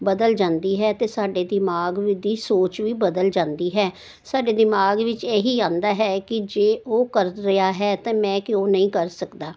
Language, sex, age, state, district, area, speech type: Punjabi, female, 60+, Punjab, Jalandhar, urban, spontaneous